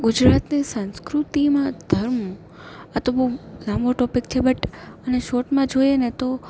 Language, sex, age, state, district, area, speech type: Gujarati, female, 18-30, Gujarat, Junagadh, urban, spontaneous